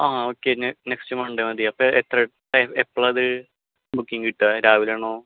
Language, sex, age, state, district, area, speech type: Malayalam, male, 18-30, Kerala, Thrissur, urban, conversation